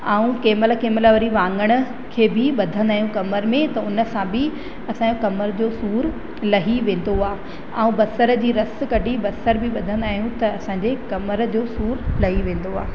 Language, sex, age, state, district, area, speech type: Sindhi, female, 30-45, Madhya Pradesh, Katni, rural, spontaneous